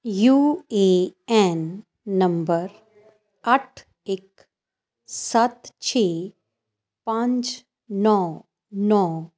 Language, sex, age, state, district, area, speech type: Punjabi, female, 45-60, Punjab, Fazilka, rural, read